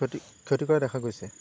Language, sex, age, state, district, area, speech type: Assamese, male, 18-30, Assam, Lakhimpur, rural, spontaneous